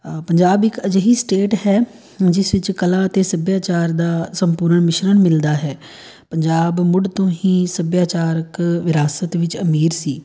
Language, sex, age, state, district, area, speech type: Punjabi, female, 30-45, Punjab, Tarn Taran, urban, spontaneous